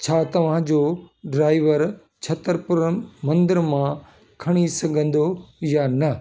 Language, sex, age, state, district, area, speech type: Sindhi, male, 45-60, Delhi, South Delhi, urban, spontaneous